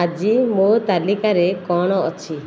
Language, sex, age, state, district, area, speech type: Odia, female, 30-45, Odisha, Nayagarh, rural, read